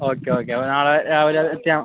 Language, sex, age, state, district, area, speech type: Malayalam, male, 18-30, Kerala, Kasaragod, rural, conversation